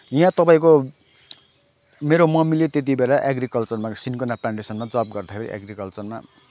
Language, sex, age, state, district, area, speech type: Nepali, male, 30-45, West Bengal, Kalimpong, rural, spontaneous